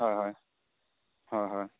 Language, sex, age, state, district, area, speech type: Assamese, male, 18-30, Assam, Charaideo, rural, conversation